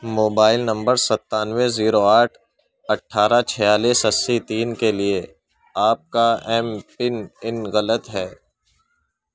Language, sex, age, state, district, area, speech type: Urdu, male, 30-45, Uttar Pradesh, Ghaziabad, rural, read